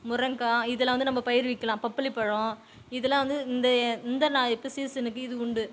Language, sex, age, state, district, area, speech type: Tamil, female, 30-45, Tamil Nadu, Tiruvannamalai, rural, spontaneous